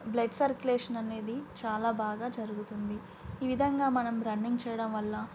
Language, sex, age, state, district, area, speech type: Telugu, female, 18-30, Telangana, Bhadradri Kothagudem, rural, spontaneous